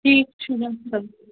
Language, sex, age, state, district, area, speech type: Kashmiri, female, 18-30, Jammu and Kashmir, Pulwama, rural, conversation